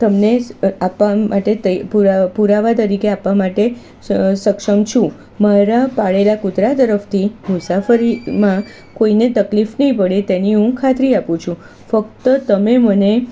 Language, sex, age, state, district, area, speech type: Gujarati, female, 45-60, Gujarat, Kheda, rural, spontaneous